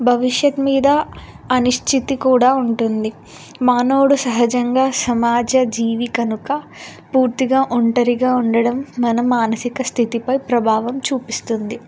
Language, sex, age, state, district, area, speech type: Telugu, female, 18-30, Telangana, Ranga Reddy, urban, spontaneous